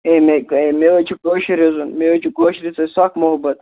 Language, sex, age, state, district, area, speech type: Kashmiri, male, 18-30, Jammu and Kashmir, Bandipora, rural, conversation